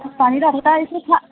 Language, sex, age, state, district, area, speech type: Bodo, female, 45-60, Assam, Udalguri, rural, conversation